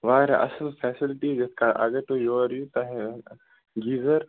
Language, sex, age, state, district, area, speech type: Kashmiri, male, 18-30, Jammu and Kashmir, Baramulla, rural, conversation